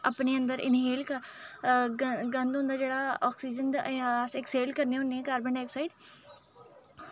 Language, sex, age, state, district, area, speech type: Dogri, female, 30-45, Jammu and Kashmir, Udhampur, urban, spontaneous